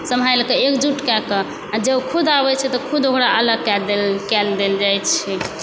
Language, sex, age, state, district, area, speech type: Maithili, female, 18-30, Bihar, Supaul, rural, spontaneous